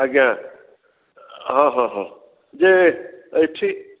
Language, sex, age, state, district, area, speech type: Odia, male, 60+, Odisha, Khordha, rural, conversation